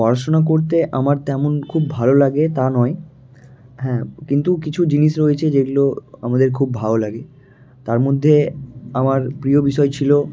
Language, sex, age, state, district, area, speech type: Bengali, male, 18-30, West Bengal, Malda, rural, spontaneous